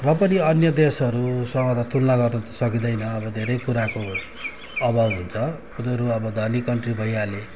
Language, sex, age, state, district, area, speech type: Nepali, male, 45-60, West Bengal, Darjeeling, rural, spontaneous